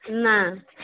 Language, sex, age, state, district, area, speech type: Odia, female, 45-60, Odisha, Angul, rural, conversation